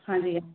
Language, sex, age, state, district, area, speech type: Punjabi, female, 30-45, Punjab, Tarn Taran, rural, conversation